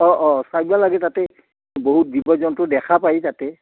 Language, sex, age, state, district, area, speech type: Assamese, male, 60+, Assam, Udalguri, urban, conversation